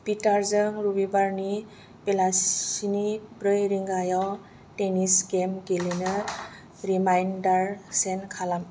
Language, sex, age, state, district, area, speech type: Bodo, female, 45-60, Assam, Kokrajhar, rural, read